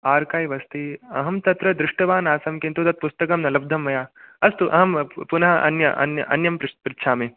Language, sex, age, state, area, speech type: Sanskrit, male, 18-30, Jharkhand, urban, conversation